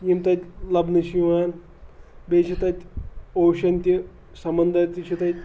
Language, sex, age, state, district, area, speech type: Kashmiri, male, 30-45, Jammu and Kashmir, Pulwama, rural, spontaneous